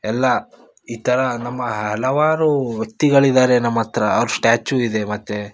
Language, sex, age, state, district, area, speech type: Kannada, male, 18-30, Karnataka, Gulbarga, urban, spontaneous